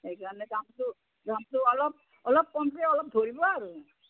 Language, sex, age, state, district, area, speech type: Assamese, female, 60+, Assam, Udalguri, rural, conversation